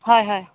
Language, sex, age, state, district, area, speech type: Assamese, female, 45-60, Assam, Golaghat, rural, conversation